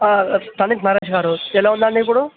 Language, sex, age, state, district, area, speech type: Telugu, male, 18-30, Telangana, Vikarabad, urban, conversation